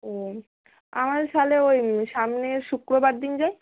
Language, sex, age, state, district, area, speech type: Bengali, female, 60+, West Bengal, Nadia, urban, conversation